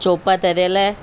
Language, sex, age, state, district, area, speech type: Sindhi, female, 45-60, Delhi, South Delhi, rural, spontaneous